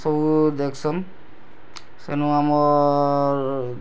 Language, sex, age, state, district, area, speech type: Odia, male, 30-45, Odisha, Bargarh, rural, spontaneous